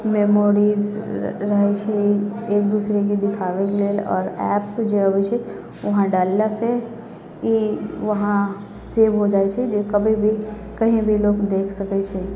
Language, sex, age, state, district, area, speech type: Maithili, female, 18-30, Bihar, Sitamarhi, rural, spontaneous